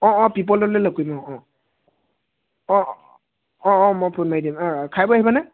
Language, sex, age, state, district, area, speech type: Assamese, male, 18-30, Assam, Tinsukia, urban, conversation